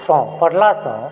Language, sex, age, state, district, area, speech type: Maithili, male, 45-60, Bihar, Supaul, rural, spontaneous